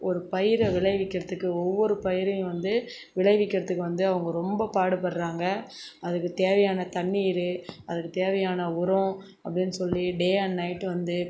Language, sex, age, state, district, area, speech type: Tamil, female, 45-60, Tamil Nadu, Cuddalore, rural, spontaneous